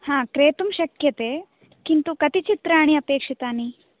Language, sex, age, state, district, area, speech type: Sanskrit, female, 18-30, Tamil Nadu, Coimbatore, rural, conversation